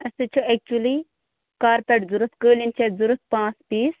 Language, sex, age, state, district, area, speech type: Kashmiri, female, 18-30, Jammu and Kashmir, Bandipora, rural, conversation